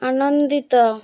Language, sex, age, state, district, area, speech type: Odia, female, 30-45, Odisha, Malkangiri, urban, read